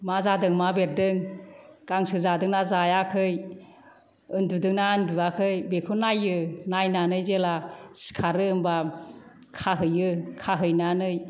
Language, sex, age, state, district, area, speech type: Bodo, female, 45-60, Assam, Kokrajhar, rural, spontaneous